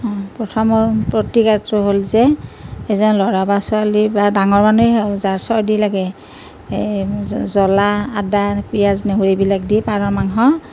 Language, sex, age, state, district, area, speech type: Assamese, female, 45-60, Assam, Nalbari, rural, spontaneous